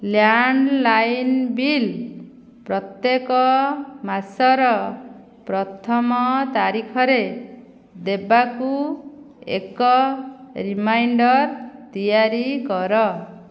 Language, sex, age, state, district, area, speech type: Odia, female, 30-45, Odisha, Dhenkanal, rural, read